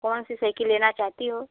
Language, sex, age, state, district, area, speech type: Hindi, female, 18-30, Uttar Pradesh, Prayagraj, rural, conversation